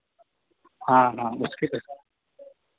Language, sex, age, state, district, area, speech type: Hindi, male, 18-30, Madhya Pradesh, Harda, urban, conversation